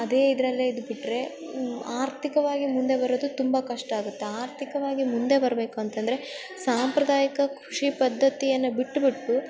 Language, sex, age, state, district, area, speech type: Kannada, female, 18-30, Karnataka, Bellary, rural, spontaneous